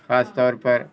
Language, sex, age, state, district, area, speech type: Urdu, male, 60+, Bihar, Khagaria, rural, spontaneous